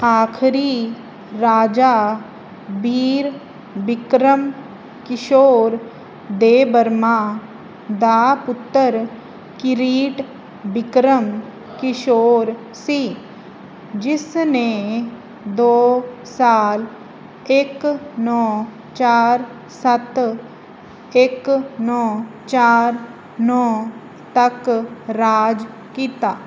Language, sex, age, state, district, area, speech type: Punjabi, female, 30-45, Punjab, Fazilka, rural, read